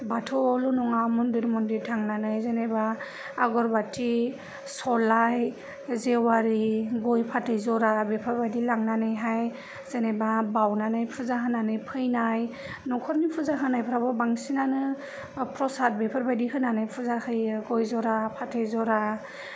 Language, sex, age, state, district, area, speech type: Bodo, female, 30-45, Assam, Kokrajhar, urban, spontaneous